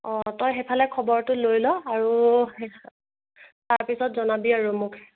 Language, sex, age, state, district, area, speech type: Assamese, female, 18-30, Assam, Sonitpur, rural, conversation